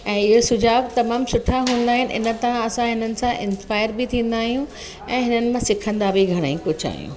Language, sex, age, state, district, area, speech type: Sindhi, female, 45-60, Uttar Pradesh, Lucknow, urban, spontaneous